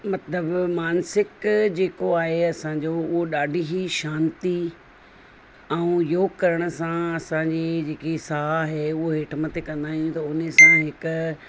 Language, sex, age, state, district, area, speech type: Sindhi, female, 45-60, Rajasthan, Ajmer, urban, spontaneous